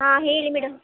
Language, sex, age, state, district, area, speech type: Kannada, female, 45-60, Karnataka, Shimoga, rural, conversation